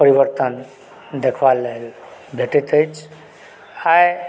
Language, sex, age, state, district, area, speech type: Maithili, male, 45-60, Bihar, Supaul, rural, spontaneous